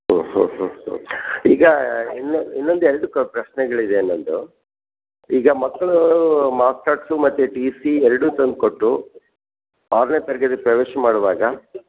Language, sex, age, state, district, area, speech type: Kannada, male, 60+, Karnataka, Gulbarga, urban, conversation